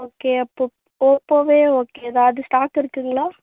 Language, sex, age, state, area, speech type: Tamil, female, 18-30, Tamil Nadu, urban, conversation